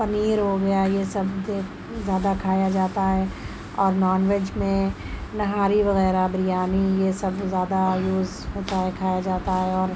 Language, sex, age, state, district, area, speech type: Urdu, female, 45-60, Uttar Pradesh, Shahjahanpur, urban, spontaneous